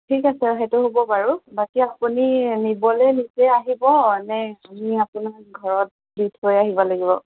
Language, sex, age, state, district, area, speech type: Assamese, female, 30-45, Assam, Golaghat, urban, conversation